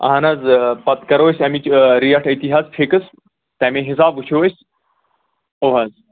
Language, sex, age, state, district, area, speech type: Kashmiri, male, 30-45, Jammu and Kashmir, Anantnag, rural, conversation